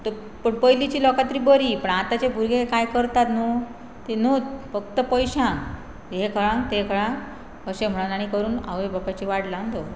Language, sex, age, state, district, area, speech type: Goan Konkani, female, 30-45, Goa, Pernem, rural, spontaneous